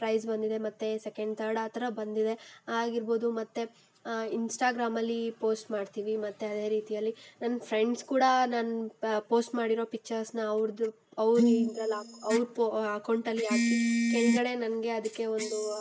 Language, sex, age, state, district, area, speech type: Kannada, female, 18-30, Karnataka, Kolar, rural, spontaneous